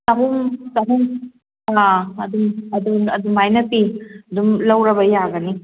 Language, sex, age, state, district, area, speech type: Manipuri, male, 30-45, Manipur, Kakching, rural, conversation